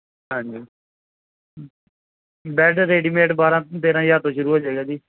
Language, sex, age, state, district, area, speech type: Punjabi, male, 30-45, Punjab, Pathankot, urban, conversation